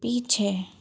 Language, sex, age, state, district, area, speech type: Hindi, female, 45-60, Madhya Pradesh, Bhopal, urban, read